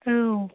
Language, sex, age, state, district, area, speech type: Bodo, female, 30-45, Assam, Kokrajhar, rural, conversation